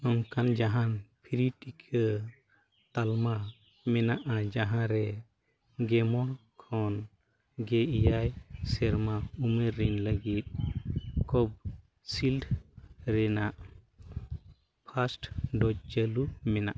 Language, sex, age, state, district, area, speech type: Santali, male, 45-60, Jharkhand, East Singhbhum, rural, read